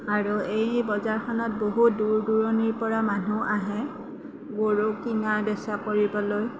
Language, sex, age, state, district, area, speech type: Assamese, female, 45-60, Assam, Darrang, rural, spontaneous